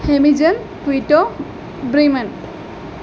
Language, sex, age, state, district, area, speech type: Telugu, female, 18-30, Andhra Pradesh, Nandyal, urban, spontaneous